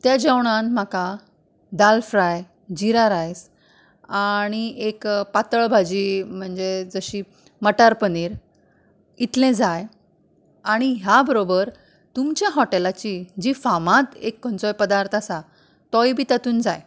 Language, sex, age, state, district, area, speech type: Goan Konkani, female, 30-45, Goa, Canacona, rural, spontaneous